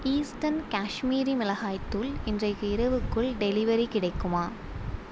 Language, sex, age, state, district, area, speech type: Tamil, female, 18-30, Tamil Nadu, Sivaganga, rural, read